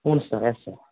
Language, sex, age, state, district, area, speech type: Kannada, male, 18-30, Karnataka, Koppal, rural, conversation